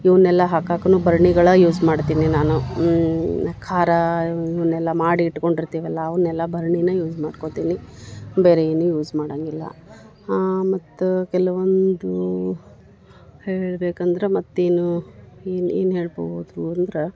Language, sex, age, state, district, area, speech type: Kannada, female, 60+, Karnataka, Dharwad, rural, spontaneous